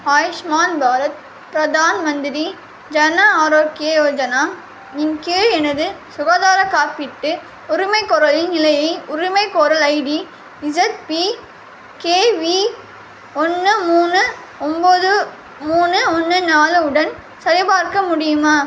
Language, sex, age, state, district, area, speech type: Tamil, female, 18-30, Tamil Nadu, Vellore, urban, read